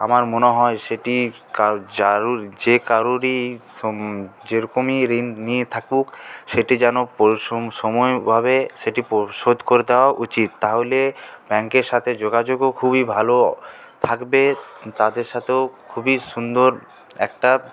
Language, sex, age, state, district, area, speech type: Bengali, male, 18-30, West Bengal, Paschim Bardhaman, rural, spontaneous